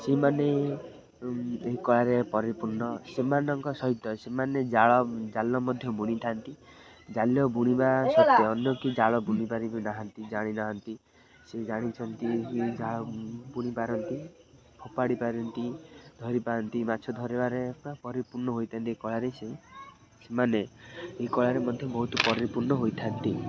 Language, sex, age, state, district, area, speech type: Odia, male, 18-30, Odisha, Kendrapara, urban, spontaneous